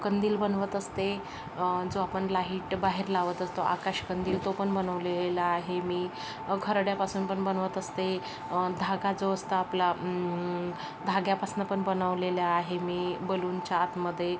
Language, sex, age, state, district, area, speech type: Marathi, female, 60+, Maharashtra, Yavatmal, rural, spontaneous